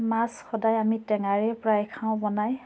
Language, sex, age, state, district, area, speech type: Assamese, female, 30-45, Assam, Biswanath, rural, spontaneous